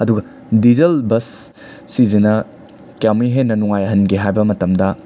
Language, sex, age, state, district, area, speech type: Manipuri, male, 30-45, Manipur, Imphal West, urban, spontaneous